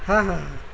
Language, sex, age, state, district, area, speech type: Urdu, male, 18-30, Bihar, Madhubani, rural, spontaneous